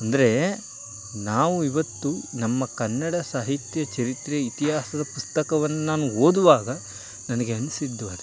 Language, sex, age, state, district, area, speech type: Kannada, male, 18-30, Karnataka, Chamarajanagar, rural, spontaneous